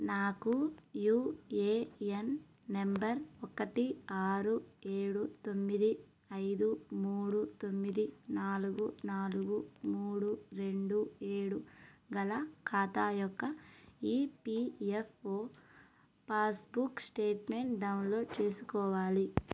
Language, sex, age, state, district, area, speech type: Telugu, female, 30-45, Telangana, Nalgonda, rural, read